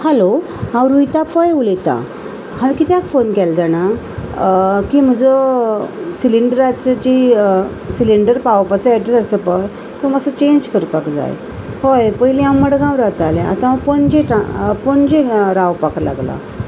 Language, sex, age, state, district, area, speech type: Goan Konkani, female, 45-60, Goa, Salcete, urban, spontaneous